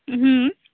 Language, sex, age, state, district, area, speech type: Santali, female, 18-30, West Bengal, Purba Bardhaman, rural, conversation